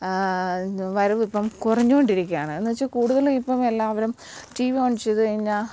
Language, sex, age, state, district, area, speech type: Malayalam, female, 18-30, Kerala, Alappuzha, rural, spontaneous